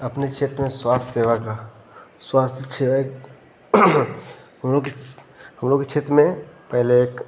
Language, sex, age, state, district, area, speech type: Hindi, male, 30-45, Uttar Pradesh, Ghazipur, urban, spontaneous